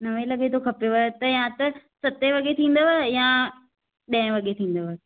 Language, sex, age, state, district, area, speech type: Sindhi, female, 18-30, Maharashtra, Thane, urban, conversation